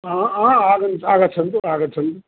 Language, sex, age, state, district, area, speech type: Sanskrit, male, 60+, Bihar, Madhubani, urban, conversation